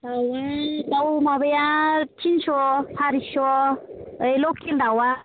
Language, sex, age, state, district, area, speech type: Bodo, female, 30-45, Assam, Baksa, rural, conversation